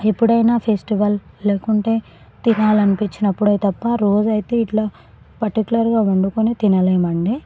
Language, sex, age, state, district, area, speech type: Telugu, female, 18-30, Telangana, Sangareddy, rural, spontaneous